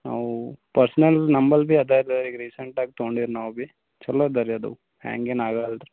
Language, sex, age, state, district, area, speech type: Kannada, male, 18-30, Karnataka, Gulbarga, rural, conversation